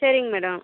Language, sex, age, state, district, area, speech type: Tamil, female, 45-60, Tamil Nadu, Viluppuram, urban, conversation